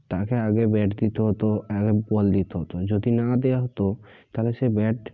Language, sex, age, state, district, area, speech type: Bengali, male, 45-60, West Bengal, Bankura, urban, spontaneous